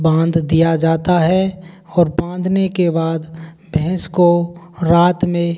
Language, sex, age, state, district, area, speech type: Hindi, male, 18-30, Rajasthan, Bharatpur, rural, spontaneous